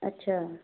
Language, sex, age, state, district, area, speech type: Dogri, female, 45-60, Jammu and Kashmir, Samba, urban, conversation